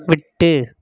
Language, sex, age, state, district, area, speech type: Tamil, male, 30-45, Tamil Nadu, Namakkal, rural, read